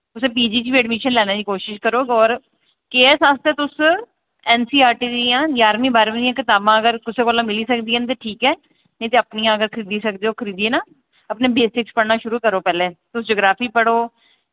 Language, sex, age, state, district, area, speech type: Dogri, female, 30-45, Jammu and Kashmir, Jammu, urban, conversation